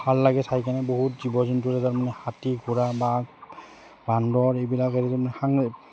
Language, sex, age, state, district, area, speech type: Assamese, male, 30-45, Assam, Udalguri, rural, spontaneous